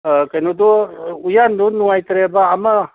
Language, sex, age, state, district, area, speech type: Manipuri, male, 60+, Manipur, Kangpokpi, urban, conversation